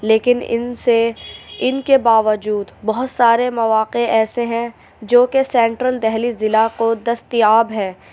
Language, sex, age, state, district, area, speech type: Urdu, female, 45-60, Delhi, Central Delhi, urban, spontaneous